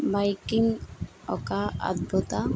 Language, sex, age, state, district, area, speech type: Telugu, female, 30-45, Andhra Pradesh, N T Rama Rao, urban, spontaneous